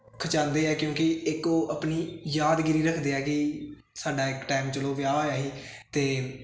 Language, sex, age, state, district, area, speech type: Punjabi, male, 18-30, Punjab, Hoshiarpur, rural, spontaneous